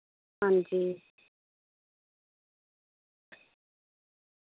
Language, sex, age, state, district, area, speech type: Dogri, female, 30-45, Jammu and Kashmir, Reasi, urban, conversation